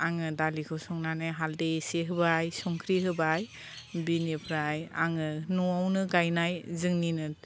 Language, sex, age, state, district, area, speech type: Bodo, female, 45-60, Assam, Kokrajhar, rural, spontaneous